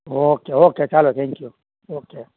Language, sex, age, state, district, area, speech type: Gujarati, male, 60+, Gujarat, Rajkot, rural, conversation